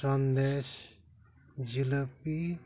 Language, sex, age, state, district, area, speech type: Santali, male, 60+, West Bengal, Dakshin Dinajpur, rural, spontaneous